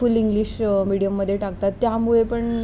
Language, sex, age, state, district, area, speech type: Marathi, female, 18-30, Maharashtra, Pune, urban, spontaneous